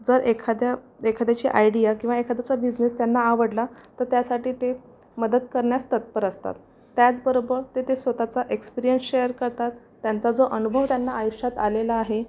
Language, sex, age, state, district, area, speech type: Marathi, female, 45-60, Maharashtra, Amravati, urban, spontaneous